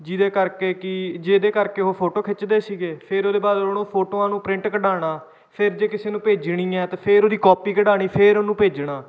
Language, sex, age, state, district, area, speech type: Punjabi, male, 18-30, Punjab, Kapurthala, rural, spontaneous